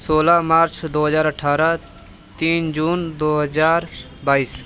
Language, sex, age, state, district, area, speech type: Hindi, male, 18-30, Uttar Pradesh, Mirzapur, rural, spontaneous